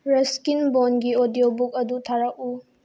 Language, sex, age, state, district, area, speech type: Manipuri, female, 18-30, Manipur, Bishnupur, rural, read